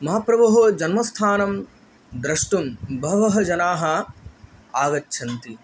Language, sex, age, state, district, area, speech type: Sanskrit, male, 18-30, West Bengal, Bankura, urban, spontaneous